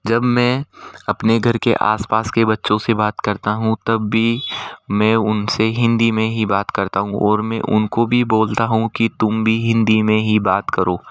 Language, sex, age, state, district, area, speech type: Hindi, male, 18-30, Rajasthan, Jaipur, urban, spontaneous